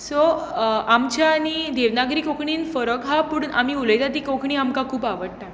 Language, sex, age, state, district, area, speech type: Goan Konkani, female, 18-30, Goa, Tiswadi, rural, spontaneous